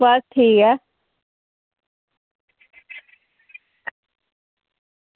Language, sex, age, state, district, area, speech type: Dogri, female, 45-60, Jammu and Kashmir, Reasi, rural, conversation